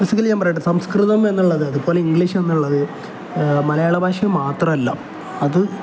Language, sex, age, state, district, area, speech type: Malayalam, male, 18-30, Kerala, Kozhikode, rural, spontaneous